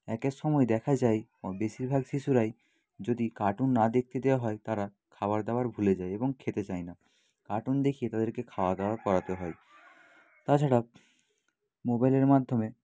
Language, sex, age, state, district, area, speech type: Bengali, male, 30-45, West Bengal, Nadia, rural, spontaneous